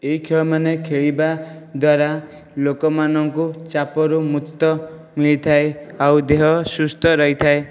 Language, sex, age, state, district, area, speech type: Odia, male, 18-30, Odisha, Jajpur, rural, spontaneous